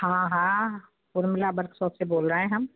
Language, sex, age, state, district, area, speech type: Hindi, female, 60+, Madhya Pradesh, Gwalior, urban, conversation